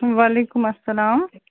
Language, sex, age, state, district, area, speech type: Kashmiri, female, 45-60, Jammu and Kashmir, Srinagar, urban, conversation